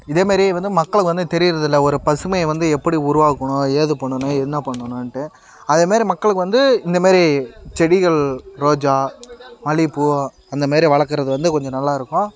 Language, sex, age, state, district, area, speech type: Tamil, male, 18-30, Tamil Nadu, Kallakurichi, urban, spontaneous